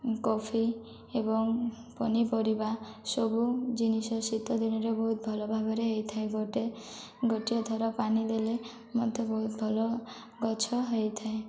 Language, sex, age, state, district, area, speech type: Odia, female, 18-30, Odisha, Malkangiri, rural, spontaneous